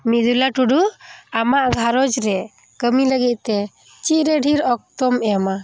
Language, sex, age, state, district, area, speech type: Santali, female, 30-45, West Bengal, Purba Bardhaman, rural, spontaneous